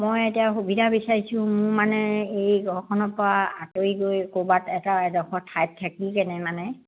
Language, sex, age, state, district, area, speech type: Assamese, female, 60+, Assam, Dibrugarh, rural, conversation